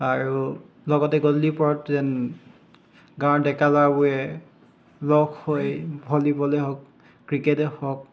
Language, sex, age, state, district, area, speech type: Assamese, male, 30-45, Assam, Dibrugarh, rural, spontaneous